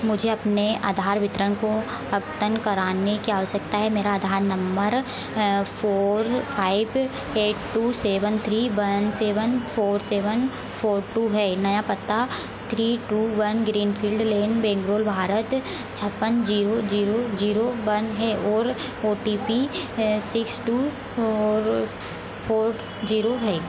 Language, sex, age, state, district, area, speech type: Hindi, female, 18-30, Madhya Pradesh, Harda, rural, read